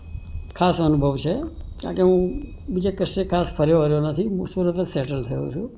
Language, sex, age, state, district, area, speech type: Gujarati, male, 60+, Gujarat, Surat, urban, spontaneous